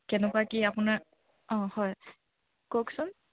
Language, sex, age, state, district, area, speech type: Assamese, female, 30-45, Assam, Charaideo, urban, conversation